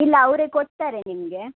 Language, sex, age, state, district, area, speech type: Kannada, female, 30-45, Karnataka, Udupi, rural, conversation